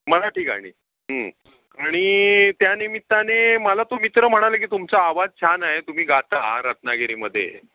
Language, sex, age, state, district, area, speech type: Marathi, male, 45-60, Maharashtra, Ratnagiri, urban, conversation